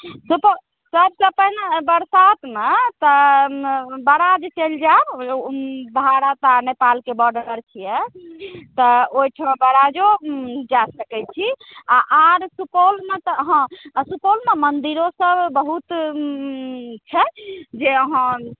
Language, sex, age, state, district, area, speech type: Maithili, male, 45-60, Bihar, Supaul, rural, conversation